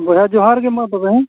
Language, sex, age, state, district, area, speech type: Santali, male, 45-60, Odisha, Mayurbhanj, rural, conversation